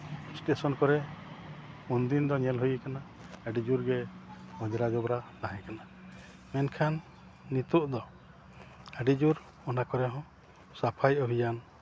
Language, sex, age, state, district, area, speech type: Santali, male, 45-60, Jharkhand, East Singhbhum, rural, spontaneous